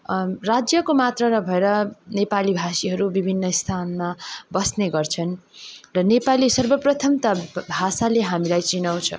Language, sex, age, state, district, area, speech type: Nepali, female, 30-45, West Bengal, Darjeeling, rural, spontaneous